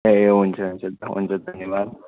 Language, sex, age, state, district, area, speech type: Nepali, male, 45-60, West Bengal, Darjeeling, rural, conversation